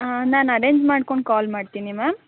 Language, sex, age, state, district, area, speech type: Kannada, female, 18-30, Karnataka, Ramanagara, rural, conversation